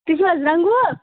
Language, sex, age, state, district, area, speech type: Kashmiri, other, 18-30, Jammu and Kashmir, Baramulla, rural, conversation